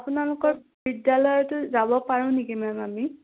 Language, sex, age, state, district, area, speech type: Assamese, female, 18-30, Assam, Udalguri, rural, conversation